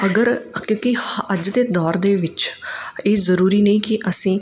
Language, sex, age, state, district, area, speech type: Punjabi, female, 30-45, Punjab, Mansa, urban, spontaneous